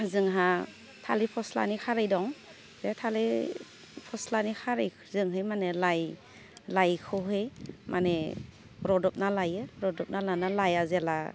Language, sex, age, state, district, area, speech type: Bodo, female, 30-45, Assam, Udalguri, urban, spontaneous